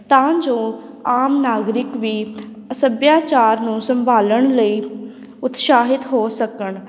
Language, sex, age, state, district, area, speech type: Punjabi, female, 18-30, Punjab, Patiala, urban, spontaneous